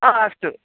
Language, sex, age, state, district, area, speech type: Sanskrit, male, 45-60, Karnataka, Bangalore Urban, urban, conversation